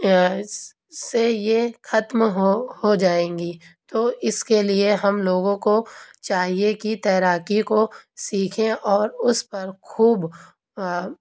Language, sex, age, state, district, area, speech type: Urdu, female, 30-45, Uttar Pradesh, Lucknow, urban, spontaneous